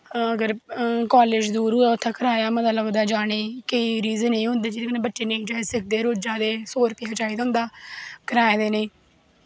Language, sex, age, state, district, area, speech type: Dogri, female, 18-30, Jammu and Kashmir, Kathua, rural, spontaneous